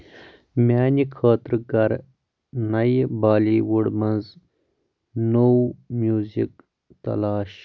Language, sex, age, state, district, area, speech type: Kashmiri, male, 30-45, Jammu and Kashmir, Anantnag, rural, read